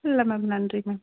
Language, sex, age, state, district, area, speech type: Tamil, female, 30-45, Tamil Nadu, Madurai, urban, conversation